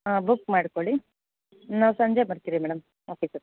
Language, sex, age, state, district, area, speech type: Kannada, female, 30-45, Karnataka, Bangalore Rural, rural, conversation